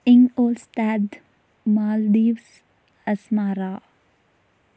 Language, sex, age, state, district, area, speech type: Telugu, female, 18-30, Andhra Pradesh, Anantapur, urban, spontaneous